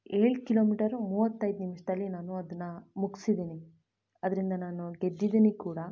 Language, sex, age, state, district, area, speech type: Kannada, female, 18-30, Karnataka, Chitradurga, rural, spontaneous